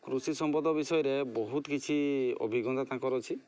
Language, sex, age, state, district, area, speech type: Odia, male, 30-45, Odisha, Mayurbhanj, rural, spontaneous